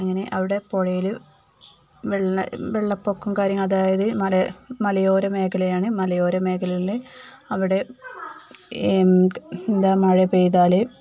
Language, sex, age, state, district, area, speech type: Malayalam, female, 45-60, Kerala, Palakkad, rural, spontaneous